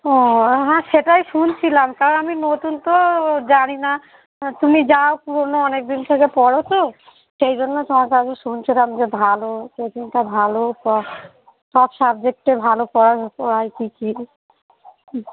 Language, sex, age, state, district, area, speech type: Bengali, female, 30-45, West Bengal, Darjeeling, urban, conversation